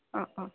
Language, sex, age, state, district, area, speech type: Assamese, female, 30-45, Assam, Goalpara, urban, conversation